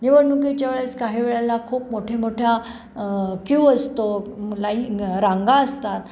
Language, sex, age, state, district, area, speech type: Marathi, female, 60+, Maharashtra, Pune, urban, spontaneous